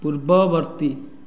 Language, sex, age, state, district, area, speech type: Odia, male, 30-45, Odisha, Nayagarh, rural, read